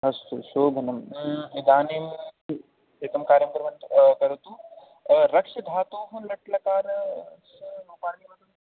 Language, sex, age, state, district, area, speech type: Sanskrit, male, 18-30, Delhi, East Delhi, urban, conversation